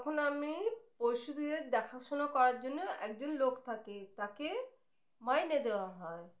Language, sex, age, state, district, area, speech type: Bengali, female, 30-45, West Bengal, Birbhum, urban, spontaneous